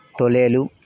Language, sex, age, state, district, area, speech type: Telugu, male, 60+, Andhra Pradesh, Vizianagaram, rural, spontaneous